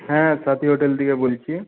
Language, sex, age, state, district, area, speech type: Bengali, male, 45-60, West Bengal, Nadia, rural, conversation